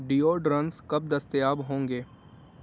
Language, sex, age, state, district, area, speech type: Urdu, male, 18-30, Uttar Pradesh, Ghaziabad, urban, read